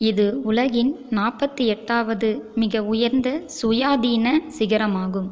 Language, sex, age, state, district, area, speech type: Tamil, female, 18-30, Tamil Nadu, Viluppuram, urban, read